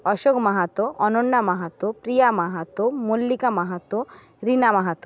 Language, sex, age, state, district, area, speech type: Bengali, female, 60+, West Bengal, Jhargram, rural, spontaneous